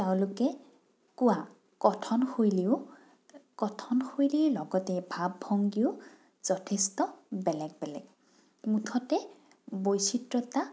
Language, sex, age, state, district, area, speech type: Assamese, female, 18-30, Assam, Morigaon, rural, spontaneous